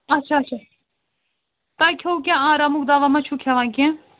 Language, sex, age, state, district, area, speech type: Kashmiri, female, 30-45, Jammu and Kashmir, Srinagar, urban, conversation